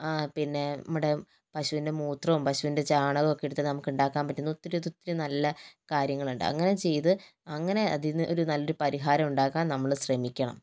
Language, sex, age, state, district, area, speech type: Malayalam, female, 30-45, Kerala, Kozhikode, rural, spontaneous